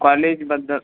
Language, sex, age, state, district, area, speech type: Marathi, male, 18-30, Maharashtra, Akola, rural, conversation